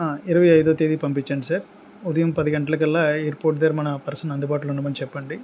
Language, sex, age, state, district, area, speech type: Telugu, male, 45-60, Andhra Pradesh, Anakapalli, rural, spontaneous